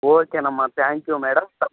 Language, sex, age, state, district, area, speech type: Telugu, male, 30-45, Andhra Pradesh, Anantapur, rural, conversation